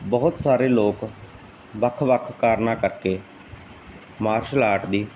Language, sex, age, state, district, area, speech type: Punjabi, male, 30-45, Punjab, Mansa, rural, spontaneous